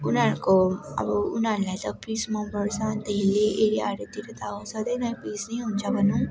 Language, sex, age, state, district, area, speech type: Nepali, female, 18-30, West Bengal, Darjeeling, rural, spontaneous